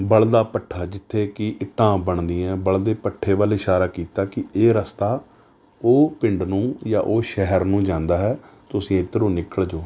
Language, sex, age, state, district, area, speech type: Punjabi, male, 30-45, Punjab, Rupnagar, rural, spontaneous